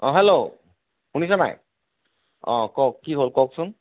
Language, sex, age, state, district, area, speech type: Assamese, male, 60+, Assam, Tinsukia, rural, conversation